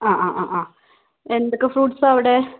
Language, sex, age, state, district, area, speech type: Malayalam, female, 18-30, Kerala, Wayanad, rural, conversation